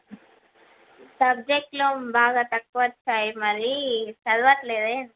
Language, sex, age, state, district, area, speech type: Telugu, female, 18-30, Andhra Pradesh, Visakhapatnam, urban, conversation